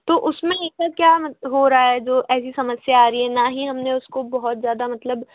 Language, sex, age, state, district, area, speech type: Hindi, female, 18-30, Madhya Pradesh, Bhopal, urban, conversation